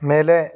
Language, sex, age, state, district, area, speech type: Kannada, male, 30-45, Karnataka, Bidar, urban, read